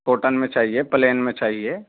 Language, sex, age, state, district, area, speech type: Urdu, male, 30-45, Uttar Pradesh, Saharanpur, urban, conversation